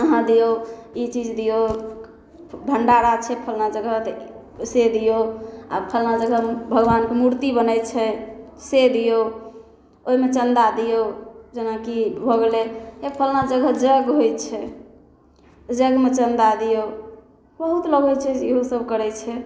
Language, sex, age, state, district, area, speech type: Maithili, female, 18-30, Bihar, Samastipur, rural, spontaneous